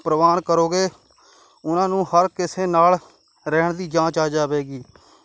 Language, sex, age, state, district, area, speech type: Punjabi, male, 18-30, Punjab, Kapurthala, rural, spontaneous